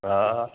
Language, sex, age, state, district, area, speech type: Sindhi, male, 60+, Gujarat, Kutch, urban, conversation